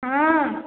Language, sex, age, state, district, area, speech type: Odia, female, 45-60, Odisha, Angul, rural, conversation